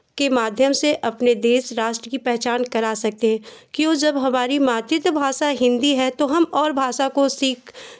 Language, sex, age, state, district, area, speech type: Hindi, female, 30-45, Uttar Pradesh, Chandauli, rural, spontaneous